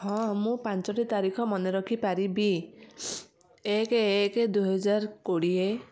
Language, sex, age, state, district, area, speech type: Odia, female, 45-60, Odisha, Kendujhar, urban, spontaneous